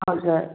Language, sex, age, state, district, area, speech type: Nepali, female, 45-60, West Bengal, Jalpaiguri, rural, conversation